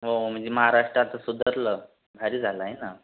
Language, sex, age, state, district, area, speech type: Marathi, other, 18-30, Maharashtra, Buldhana, urban, conversation